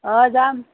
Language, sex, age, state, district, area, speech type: Assamese, female, 30-45, Assam, Nalbari, rural, conversation